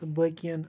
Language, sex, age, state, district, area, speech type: Kashmiri, male, 18-30, Jammu and Kashmir, Kupwara, rural, spontaneous